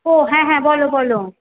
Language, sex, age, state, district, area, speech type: Bengali, female, 30-45, West Bengal, Kolkata, urban, conversation